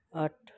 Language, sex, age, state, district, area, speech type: Punjabi, female, 60+, Punjab, Fazilka, rural, read